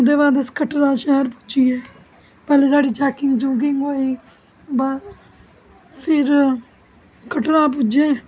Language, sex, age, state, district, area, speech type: Dogri, female, 30-45, Jammu and Kashmir, Jammu, urban, spontaneous